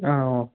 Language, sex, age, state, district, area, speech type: Malayalam, male, 18-30, Kerala, Idukki, rural, conversation